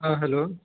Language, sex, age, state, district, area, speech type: Maithili, male, 30-45, Bihar, Sitamarhi, rural, conversation